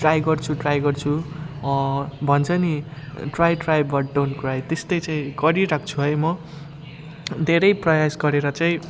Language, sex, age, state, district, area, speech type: Nepali, male, 18-30, West Bengal, Jalpaiguri, rural, spontaneous